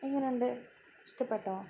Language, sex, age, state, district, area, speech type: Malayalam, female, 18-30, Kerala, Wayanad, rural, spontaneous